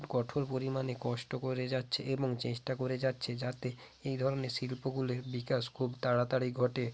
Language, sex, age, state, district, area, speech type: Bengali, male, 18-30, West Bengal, Hooghly, urban, spontaneous